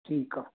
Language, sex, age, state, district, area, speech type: Sindhi, male, 18-30, Maharashtra, Thane, urban, conversation